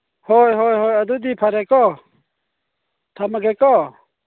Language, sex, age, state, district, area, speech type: Manipuri, male, 45-60, Manipur, Chandel, rural, conversation